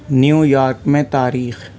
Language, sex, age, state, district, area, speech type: Urdu, male, 18-30, Delhi, Central Delhi, urban, read